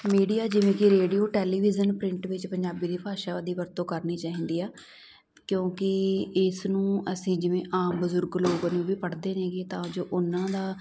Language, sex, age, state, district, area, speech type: Punjabi, male, 45-60, Punjab, Patiala, urban, spontaneous